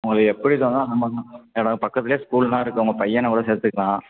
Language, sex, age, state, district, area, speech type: Tamil, male, 18-30, Tamil Nadu, Thanjavur, rural, conversation